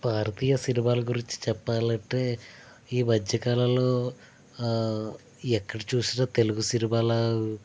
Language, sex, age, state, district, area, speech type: Telugu, male, 45-60, Andhra Pradesh, East Godavari, rural, spontaneous